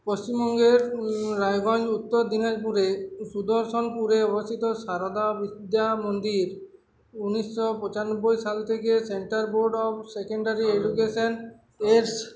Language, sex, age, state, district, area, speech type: Bengali, male, 18-30, West Bengal, Uttar Dinajpur, rural, spontaneous